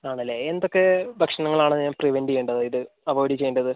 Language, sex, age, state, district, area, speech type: Malayalam, male, 45-60, Kerala, Wayanad, rural, conversation